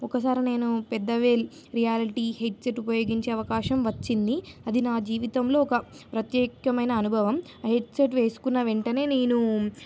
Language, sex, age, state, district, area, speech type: Telugu, female, 18-30, Telangana, Nizamabad, urban, spontaneous